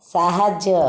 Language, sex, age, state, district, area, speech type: Odia, female, 60+, Odisha, Khordha, rural, read